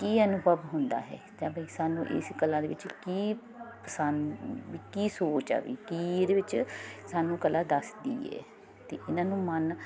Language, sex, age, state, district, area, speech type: Punjabi, female, 30-45, Punjab, Ludhiana, urban, spontaneous